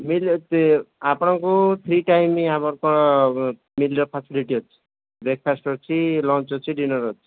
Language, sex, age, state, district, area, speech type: Odia, male, 30-45, Odisha, Sambalpur, rural, conversation